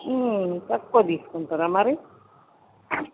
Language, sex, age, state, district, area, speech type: Telugu, female, 30-45, Telangana, Mancherial, rural, conversation